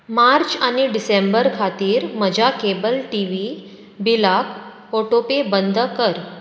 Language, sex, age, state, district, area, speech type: Goan Konkani, female, 30-45, Goa, Bardez, urban, read